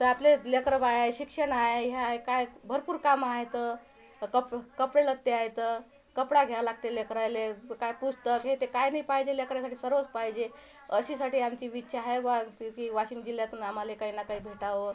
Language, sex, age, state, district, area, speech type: Marathi, female, 45-60, Maharashtra, Washim, rural, spontaneous